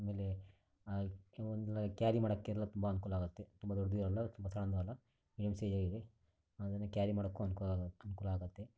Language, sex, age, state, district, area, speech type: Kannada, male, 60+, Karnataka, Shimoga, rural, spontaneous